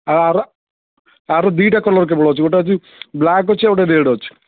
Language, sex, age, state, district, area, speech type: Odia, male, 45-60, Odisha, Cuttack, urban, conversation